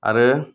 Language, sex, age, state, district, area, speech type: Bodo, male, 45-60, Assam, Kokrajhar, rural, spontaneous